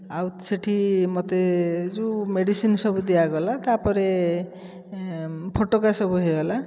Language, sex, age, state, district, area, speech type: Odia, female, 60+, Odisha, Dhenkanal, rural, spontaneous